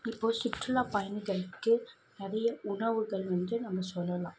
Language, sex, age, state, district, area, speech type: Tamil, female, 18-30, Tamil Nadu, Kanchipuram, urban, spontaneous